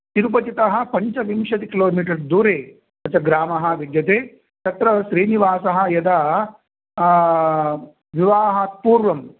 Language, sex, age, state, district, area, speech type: Sanskrit, male, 45-60, Andhra Pradesh, Kurnool, urban, conversation